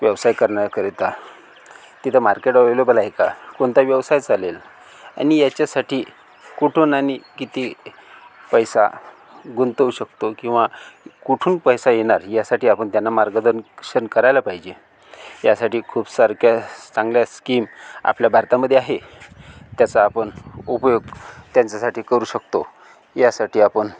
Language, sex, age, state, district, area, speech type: Marathi, male, 45-60, Maharashtra, Amravati, rural, spontaneous